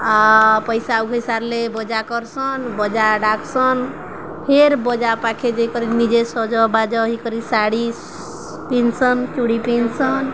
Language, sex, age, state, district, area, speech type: Odia, female, 18-30, Odisha, Nuapada, urban, spontaneous